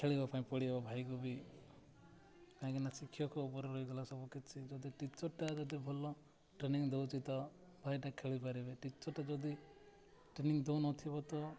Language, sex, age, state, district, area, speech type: Odia, male, 18-30, Odisha, Nabarangpur, urban, spontaneous